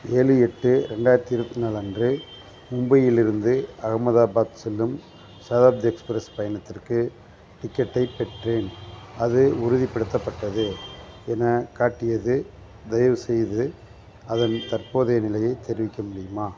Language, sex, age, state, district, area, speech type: Tamil, male, 45-60, Tamil Nadu, Theni, rural, read